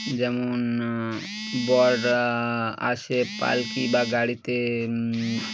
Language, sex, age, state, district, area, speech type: Bengali, male, 18-30, West Bengal, Birbhum, urban, spontaneous